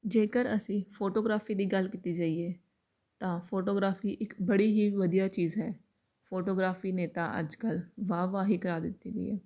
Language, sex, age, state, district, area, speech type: Punjabi, female, 18-30, Punjab, Jalandhar, urban, spontaneous